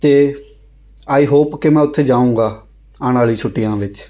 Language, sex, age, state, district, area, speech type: Punjabi, female, 30-45, Punjab, Shaheed Bhagat Singh Nagar, rural, spontaneous